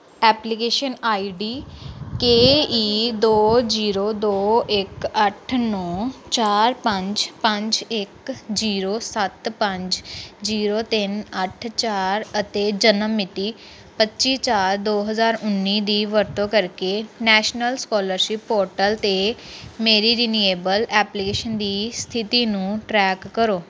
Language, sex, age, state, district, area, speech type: Punjabi, female, 18-30, Punjab, Pathankot, rural, read